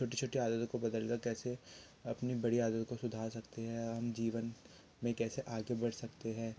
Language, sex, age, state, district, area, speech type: Hindi, male, 30-45, Madhya Pradesh, Betul, rural, spontaneous